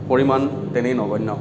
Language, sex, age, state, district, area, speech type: Assamese, male, 30-45, Assam, Kamrup Metropolitan, rural, spontaneous